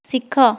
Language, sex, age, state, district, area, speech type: Odia, female, 45-60, Odisha, Kandhamal, rural, read